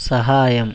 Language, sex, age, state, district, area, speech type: Telugu, male, 30-45, Andhra Pradesh, West Godavari, rural, read